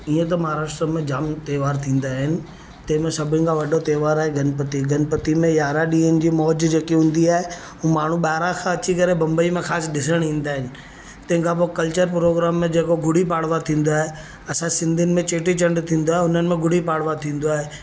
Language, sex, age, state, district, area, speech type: Sindhi, male, 30-45, Maharashtra, Mumbai Suburban, urban, spontaneous